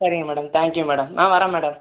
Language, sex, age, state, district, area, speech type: Tamil, male, 18-30, Tamil Nadu, Tiruvallur, rural, conversation